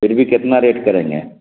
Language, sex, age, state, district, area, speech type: Urdu, male, 30-45, Bihar, Khagaria, rural, conversation